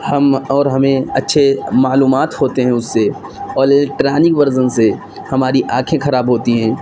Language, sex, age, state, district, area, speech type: Urdu, male, 18-30, Uttar Pradesh, Siddharthnagar, rural, spontaneous